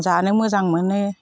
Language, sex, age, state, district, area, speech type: Bodo, female, 45-60, Assam, Udalguri, rural, spontaneous